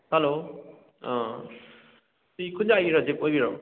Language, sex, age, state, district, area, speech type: Manipuri, male, 18-30, Manipur, Kakching, rural, conversation